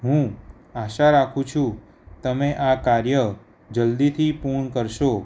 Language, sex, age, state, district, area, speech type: Gujarati, male, 18-30, Gujarat, Kheda, rural, spontaneous